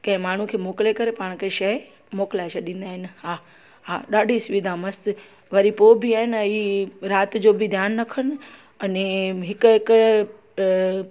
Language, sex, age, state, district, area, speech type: Sindhi, female, 45-60, Gujarat, Junagadh, rural, spontaneous